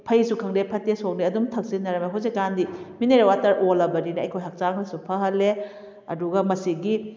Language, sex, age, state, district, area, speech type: Manipuri, female, 30-45, Manipur, Kakching, rural, spontaneous